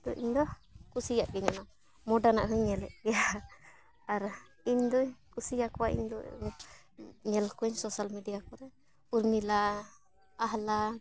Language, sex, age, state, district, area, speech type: Santali, female, 30-45, Jharkhand, Bokaro, rural, spontaneous